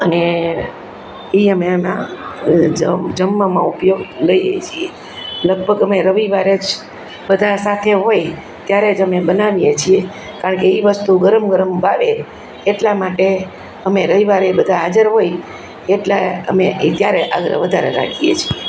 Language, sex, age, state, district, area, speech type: Gujarati, male, 60+, Gujarat, Rajkot, urban, spontaneous